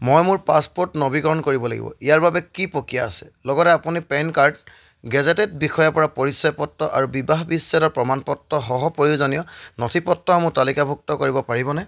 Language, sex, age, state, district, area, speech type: Assamese, male, 30-45, Assam, Charaideo, rural, read